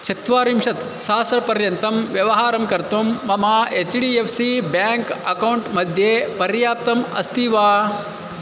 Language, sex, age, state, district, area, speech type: Sanskrit, male, 30-45, Karnataka, Bangalore Urban, urban, read